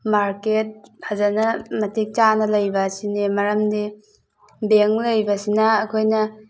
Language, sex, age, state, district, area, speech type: Manipuri, female, 18-30, Manipur, Thoubal, rural, spontaneous